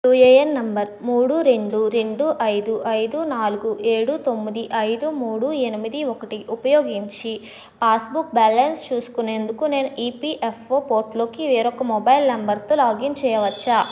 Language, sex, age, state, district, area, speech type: Telugu, female, 18-30, Andhra Pradesh, Kakinada, urban, read